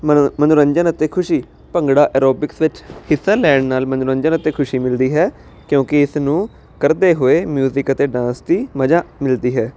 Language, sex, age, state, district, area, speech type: Punjabi, male, 30-45, Punjab, Jalandhar, urban, spontaneous